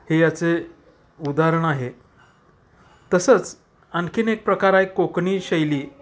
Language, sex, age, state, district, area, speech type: Marathi, male, 45-60, Maharashtra, Satara, urban, spontaneous